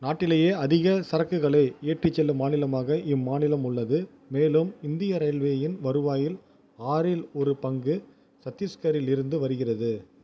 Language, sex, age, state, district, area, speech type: Tamil, male, 18-30, Tamil Nadu, Ariyalur, rural, read